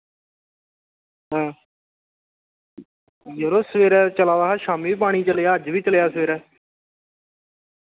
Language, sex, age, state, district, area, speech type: Dogri, male, 18-30, Jammu and Kashmir, Samba, rural, conversation